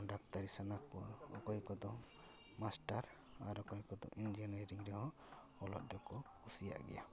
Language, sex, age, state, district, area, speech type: Santali, male, 30-45, West Bengal, Paschim Bardhaman, urban, spontaneous